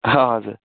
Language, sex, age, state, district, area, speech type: Nepali, male, 30-45, West Bengal, Darjeeling, rural, conversation